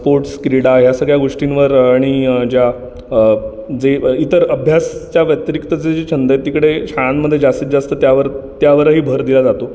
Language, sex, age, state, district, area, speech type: Marathi, male, 30-45, Maharashtra, Ratnagiri, urban, spontaneous